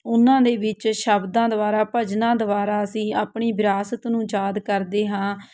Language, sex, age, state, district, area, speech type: Punjabi, female, 30-45, Punjab, Patiala, urban, spontaneous